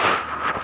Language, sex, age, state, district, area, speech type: Assamese, male, 60+, Assam, Udalguri, rural, spontaneous